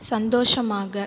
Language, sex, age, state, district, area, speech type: Tamil, female, 18-30, Tamil Nadu, Viluppuram, urban, read